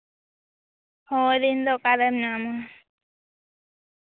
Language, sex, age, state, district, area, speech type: Santali, female, 18-30, West Bengal, Jhargram, rural, conversation